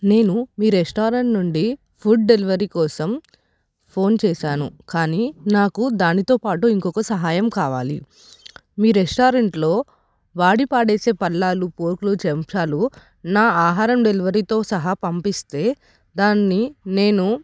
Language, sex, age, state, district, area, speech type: Telugu, female, 18-30, Telangana, Hyderabad, urban, spontaneous